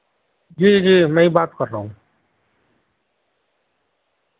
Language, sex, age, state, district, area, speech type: Urdu, male, 60+, Uttar Pradesh, Muzaffarnagar, urban, conversation